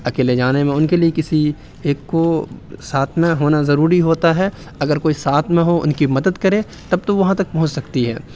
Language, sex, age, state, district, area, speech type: Urdu, male, 45-60, Uttar Pradesh, Aligarh, urban, spontaneous